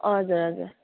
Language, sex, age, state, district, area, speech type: Nepali, male, 18-30, West Bengal, Kalimpong, rural, conversation